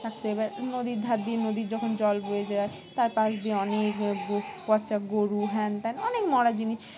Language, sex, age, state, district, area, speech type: Bengali, female, 18-30, West Bengal, Dakshin Dinajpur, urban, spontaneous